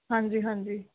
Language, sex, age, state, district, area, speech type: Punjabi, female, 30-45, Punjab, Ludhiana, urban, conversation